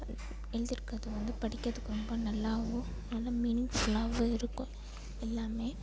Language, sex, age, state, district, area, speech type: Tamil, female, 18-30, Tamil Nadu, Perambalur, rural, spontaneous